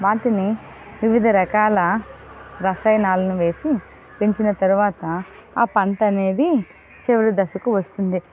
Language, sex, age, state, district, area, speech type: Telugu, female, 18-30, Andhra Pradesh, Vizianagaram, rural, spontaneous